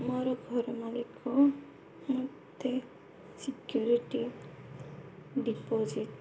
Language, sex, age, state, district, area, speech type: Odia, female, 18-30, Odisha, Sundergarh, urban, spontaneous